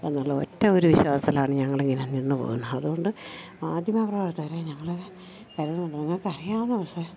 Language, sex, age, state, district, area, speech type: Malayalam, female, 60+, Kerala, Thiruvananthapuram, urban, spontaneous